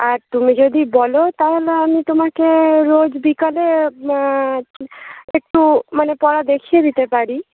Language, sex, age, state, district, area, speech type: Bengali, female, 18-30, West Bengal, Uttar Dinajpur, urban, conversation